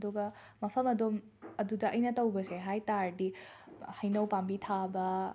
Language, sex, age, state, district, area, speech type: Manipuri, female, 18-30, Manipur, Imphal West, urban, spontaneous